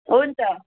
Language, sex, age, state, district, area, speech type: Nepali, female, 18-30, West Bengal, Darjeeling, rural, conversation